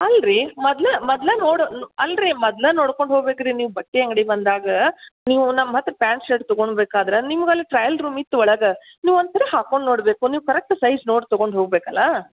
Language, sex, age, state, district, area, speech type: Kannada, female, 45-60, Karnataka, Dharwad, rural, conversation